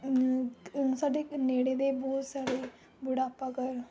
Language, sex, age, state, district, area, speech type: Punjabi, female, 18-30, Punjab, Rupnagar, rural, spontaneous